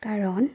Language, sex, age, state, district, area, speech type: Assamese, female, 30-45, Assam, Sonitpur, rural, spontaneous